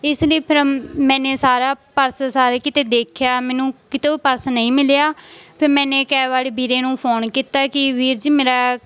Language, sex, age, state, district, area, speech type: Punjabi, female, 18-30, Punjab, Mansa, rural, spontaneous